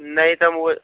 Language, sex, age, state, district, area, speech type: Urdu, male, 30-45, Uttar Pradesh, Gautam Buddha Nagar, urban, conversation